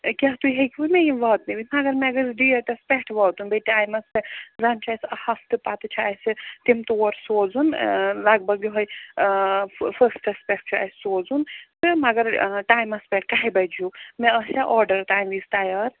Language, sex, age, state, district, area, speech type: Kashmiri, female, 60+, Jammu and Kashmir, Srinagar, urban, conversation